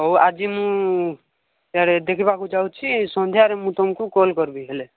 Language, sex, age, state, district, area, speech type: Odia, male, 18-30, Odisha, Nabarangpur, urban, conversation